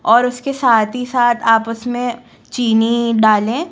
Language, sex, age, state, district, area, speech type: Hindi, female, 18-30, Madhya Pradesh, Jabalpur, urban, spontaneous